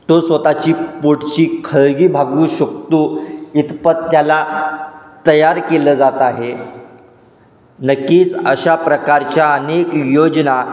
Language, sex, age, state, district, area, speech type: Marathi, male, 18-30, Maharashtra, Satara, urban, spontaneous